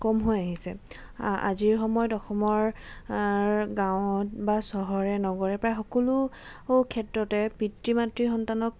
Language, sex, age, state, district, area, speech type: Assamese, female, 18-30, Assam, Jorhat, urban, spontaneous